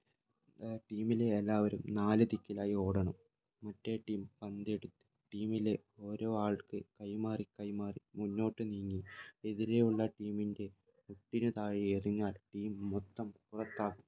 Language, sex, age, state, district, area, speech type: Malayalam, male, 18-30, Kerala, Kannur, rural, spontaneous